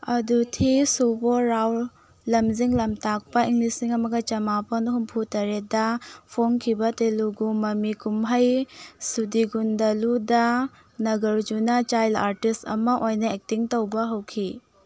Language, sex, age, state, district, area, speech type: Manipuri, female, 18-30, Manipur, Tengnoupal, rural, read